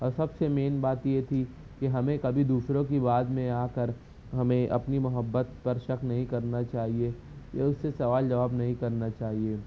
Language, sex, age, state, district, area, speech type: Urdu, male, 18-30, Maharashtra, Nashik, urban, spontaneous